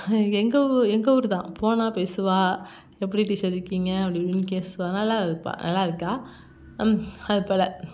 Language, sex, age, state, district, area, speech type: Tamil, female, 18-30, Tamil Nadu, Thanjavur, rural, spontaneous